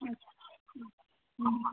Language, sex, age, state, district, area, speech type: Bengali, female, 18-30, West Bengal, Uttar Dinajpur, urban, conversation